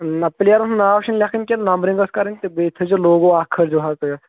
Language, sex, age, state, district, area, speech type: Kashmiri, male, 30-45, Jammu and Kashmir, Kulgam, rural, conversation